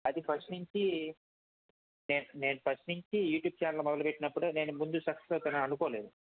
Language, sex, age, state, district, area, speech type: Telugu, male, 18-30, Andhra Pradesh, Srikakulam, urban, conversation